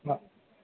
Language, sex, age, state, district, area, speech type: Sindhi, male, 18-30, Maharashtra, Thane, urban, conversation